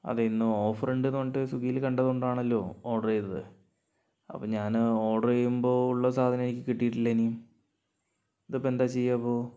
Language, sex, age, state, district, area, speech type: Malayalam, male, 60+, Kerala, Palakkad, rural, spontaneous